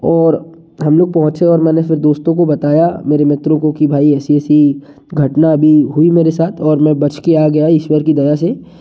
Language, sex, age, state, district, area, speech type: Hindi, male, 18-30, Madhya Pradesh, Jabalpur, urban, spontaneous